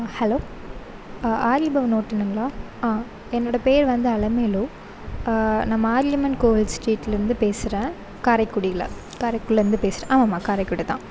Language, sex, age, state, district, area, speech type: Tamil, female, 18-30, Tamil Nadu, Sivaganga, rural, spontaneous